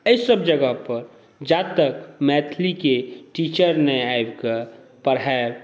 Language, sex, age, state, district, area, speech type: Maithili, male, 30-45, Bihar, Saharsa, urban, spontaneous